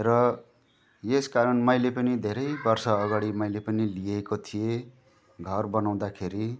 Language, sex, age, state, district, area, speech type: Nepali, male, 30-45, West Bengal, Jalpaiguri, rural, spontaneous